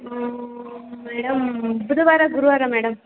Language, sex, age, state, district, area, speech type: Kannada, female, 18-30, Karnataka, Kolar, rural, conversation